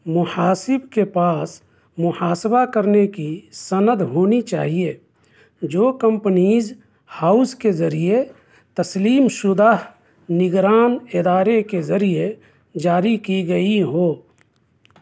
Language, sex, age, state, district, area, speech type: Urdu, male, 30-45, Bihar, East Champaran, rural, read